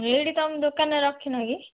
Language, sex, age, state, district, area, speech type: Odia, female, 30-45, Odisha, Cuttack, urban, conversation